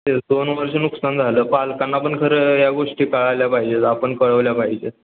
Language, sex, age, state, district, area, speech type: Marathi, male, 18-30, Maharashtra, Ratnagiri, rural, conversation